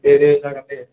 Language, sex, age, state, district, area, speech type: Bodo, male, 18-30, Assam, Kokrajhar, urban, conversation